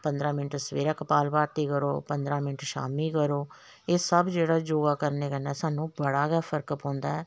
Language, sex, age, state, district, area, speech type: Dogri, female, 45-60, Jammu and Kashmir, Samba, rural, spontaneous